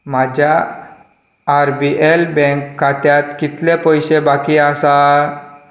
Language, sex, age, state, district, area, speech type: Goan Konkani, male, 18-30, Goa, Canacona, rural, read